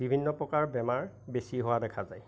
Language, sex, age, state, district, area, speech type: Assamese, male, 45-60, Assam, Majuli, rural, spontaneous